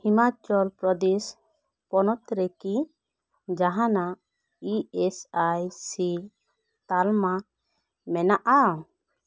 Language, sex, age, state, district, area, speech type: Santali, female, 30-45, West Bengal, Bankura, rural, read